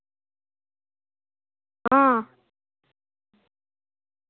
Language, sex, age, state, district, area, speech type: Dogri, male, 18-30, Jammu and Kashmir, Reasi, rural, conversation